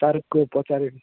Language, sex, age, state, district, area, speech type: Odia, male, 18-30, Odisha, Koraput, urban, conversation